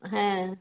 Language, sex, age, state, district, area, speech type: Bengali, female, 30-45, West Bengal, Jalpaiguri, rural, conversation